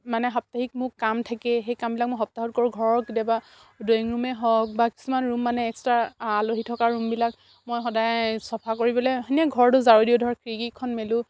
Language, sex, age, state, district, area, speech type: Assamese, female, 45-60, Assam, Dibrugarh, rural, spontaneous